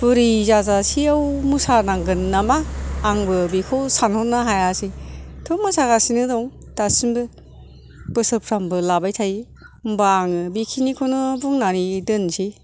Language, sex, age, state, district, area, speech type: Bodo, female, 60+, Assam, Kokrajhar, rural, spontaneous